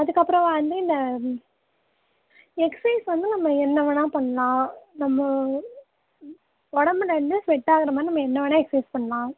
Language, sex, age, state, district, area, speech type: Tamil, female, 18-30, Tamil Nadu, Coimbatore, rural, conversation